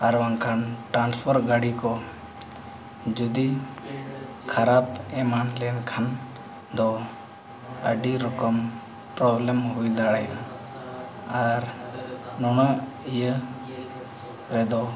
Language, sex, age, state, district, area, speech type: Santali, male, 18-30, Jharkhand, East Singhbhum, rural, spontaneous